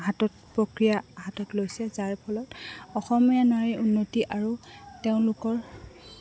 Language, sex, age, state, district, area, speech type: Assamese, female, 18-30, Assam, Goalpara, urban, spontaneous